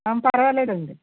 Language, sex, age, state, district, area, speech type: Telugu, female, 60+, Andhra Pradesh, Konaseema, rural, conversation